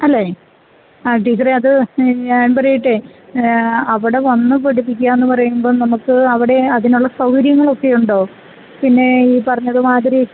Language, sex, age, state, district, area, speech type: Malayalam, female, 60+, Kerala, Idukki, rural, conversation